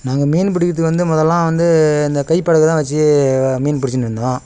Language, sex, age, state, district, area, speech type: Tamil, male, 45-60, Tamil Nadu, Kallakurichi, rural, spontaneous